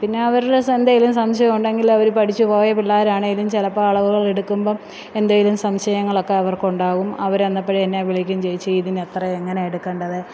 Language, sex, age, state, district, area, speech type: Malayalam, female, 45-60, Kerala, Alappuzha, rural, spontaneous